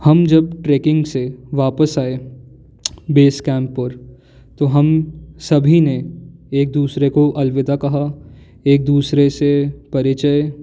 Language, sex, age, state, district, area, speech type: Hindi, male, 18-30, Madhya Pradesh, Jabalpur, urban, spontaneous